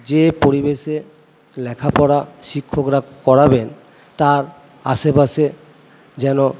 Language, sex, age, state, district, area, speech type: Bengali, male, 60+, West Bengal, Purba Bardhaman, urban, spontaneous